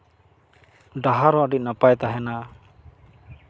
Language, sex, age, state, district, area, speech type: Santali, male, 18-30, West Bengal, Purulia, rural, spontaneous